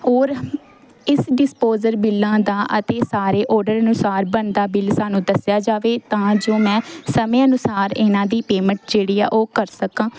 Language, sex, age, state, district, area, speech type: Punjabi, female, 18-30, Punjab, Pathankot, rural, spontaneous